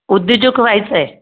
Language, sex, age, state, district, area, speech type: Marathi, female, 60+, Maharashtra, Akola, rural, conversation